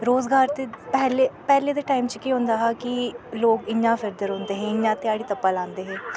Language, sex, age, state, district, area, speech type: Dogri, female, 18-30, Jammu and Kashmir, Samba, urban, spontaneous